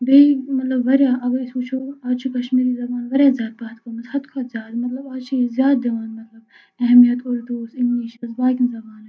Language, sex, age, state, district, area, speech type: Kashmiri, female, 45-60, Jammu and Kashmir, Baramulla, urban, spontaneous